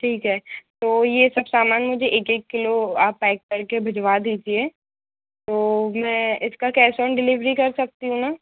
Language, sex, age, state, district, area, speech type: Hindi, female, 18-30, Madhya Pradesh, Bhopal, urban, conversation